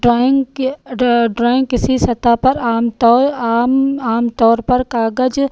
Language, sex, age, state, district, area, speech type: Hindi, female, 45-60, Uttar Pradesh, Lucknow, rural, spontaneous